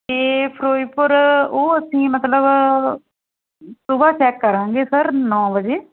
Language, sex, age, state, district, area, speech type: Punjabi, female, 30-45, Punjab, Muktsar, urban, conversation